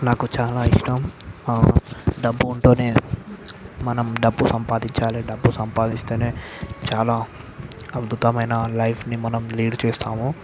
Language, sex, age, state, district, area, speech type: Telugu, male, 30-45, Andhra Pradesh, Visakhapatnam, urban, spontaneous